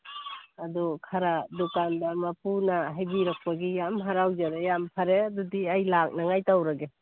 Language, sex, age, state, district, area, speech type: Manipuri, female, 45-60, Manipur, Churachandpur, urban, conversation